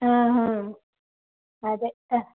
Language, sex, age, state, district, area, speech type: Telugu, female, 30-45, Andhra Pradesh, Vizianagaram, rural, conversation